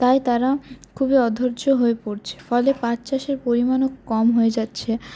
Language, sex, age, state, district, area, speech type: Bengali, female, 18-30, West Bengal, Paschim Bardhaman, urban, spontaneous